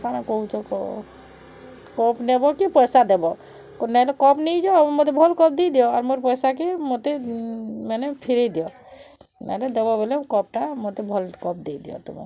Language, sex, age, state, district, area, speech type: Odia, female, 30-45, Odisha, Bargarh, urban, spontaneous